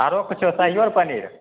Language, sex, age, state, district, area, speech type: Maithili, male, 30-45, Bihar, Begusarai, rural, conversation